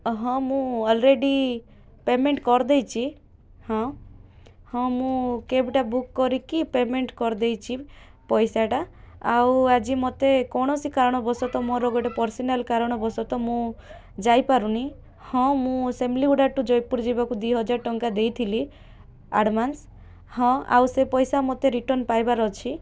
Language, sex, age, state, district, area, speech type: Odia, female, 18-30, Odisha, Koraput, urban, spontaneous